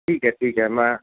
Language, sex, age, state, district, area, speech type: Sindhi, male, 45-60, Uttar Pradesh, Lucknow, rural, conversation